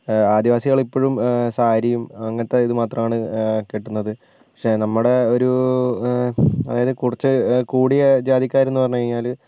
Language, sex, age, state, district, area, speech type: Malayalam, female, 18-30, Kerala, Wayanad, rural, spontaneous